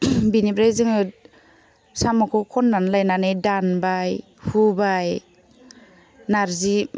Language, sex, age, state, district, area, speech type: Bodo, female, 30-45, Assam, Udalguri, rural, spontaneous